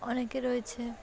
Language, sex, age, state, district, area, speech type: Bengali, female, 18-30, West Bengal, Dakshin Dinajpur, urban, spontaneous